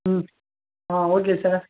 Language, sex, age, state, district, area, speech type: Tamil, male, 18-30, Tamil Nadu, Tiruvannamalai, rural, conversation